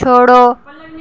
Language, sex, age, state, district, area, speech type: Dogri, female, 30-45, Jammu and Kashmir, Reasi, urban, read